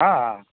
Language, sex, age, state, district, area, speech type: Gujarati, male, 45-60, Gujarat, Ahmedabad, urban, conversation